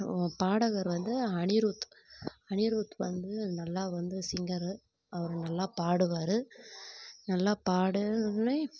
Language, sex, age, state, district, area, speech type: Tamil, female, 18-30, Tamil Nadu, Kallakurichi, rural, spontaneous